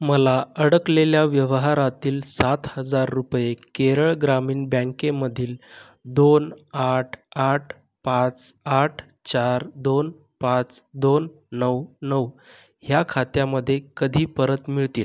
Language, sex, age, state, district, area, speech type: Marathi, male, 18-30, Maharashtra, Buldhana, rural, read